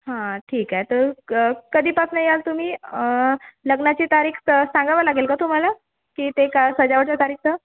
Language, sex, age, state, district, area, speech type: Marathi, female, 18-30, Maharashtra, Nagpur, urban, conversation